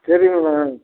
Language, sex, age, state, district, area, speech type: Tamil, male, 60+, Tamil Nadu, Coimbatore, urban, conversation